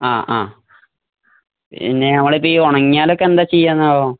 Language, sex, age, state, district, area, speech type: Malayalam, male, 18-30, Kerala, Malappuram, rural, conversation